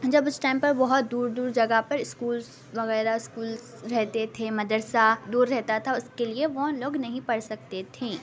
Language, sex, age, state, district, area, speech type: Urdu, female, 18-30, Telangana, Hyderabad, urban, spontaneous